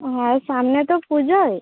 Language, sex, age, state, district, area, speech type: Bengali, female, 30-45, West Bengal, Uttar Dinajpur, urban, conversation